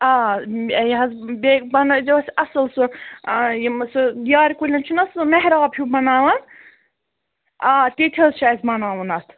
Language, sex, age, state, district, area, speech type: Kashmiri, female, 30-45, Jammu and Kashmir, Ganderbal, rural, conversation